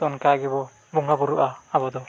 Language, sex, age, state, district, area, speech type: Santali, male, 45-60, Odisha, Mayurbhanj, rural, spontaneous